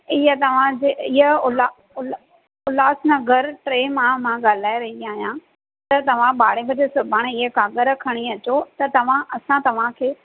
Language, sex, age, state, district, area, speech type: Sindhi, female, 30-45, Maharashtra, Thane, urban, conversation